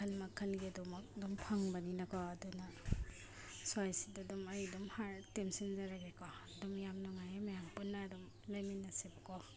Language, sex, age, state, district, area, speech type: Manipuri, female, 30-45, Manipur, Imphal East, rural, spontaneous